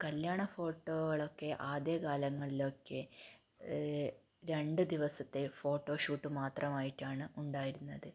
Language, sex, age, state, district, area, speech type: Malayalam, female, 18-30, Kerala, Kannur, rural, spontaneous